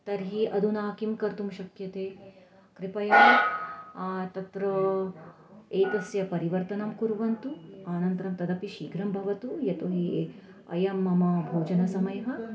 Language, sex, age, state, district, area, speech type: Sanskrit, female, 45-60, Maharashtra, Nashik, rural, spontaneous